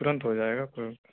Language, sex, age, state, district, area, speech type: Urdu, male, 30-45, Bihar, Gaya, urban, conversation